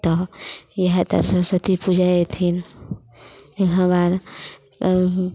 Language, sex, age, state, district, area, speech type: Maithili, female, 45-60, Bihar, Muzaffarpur, rural, spontaneous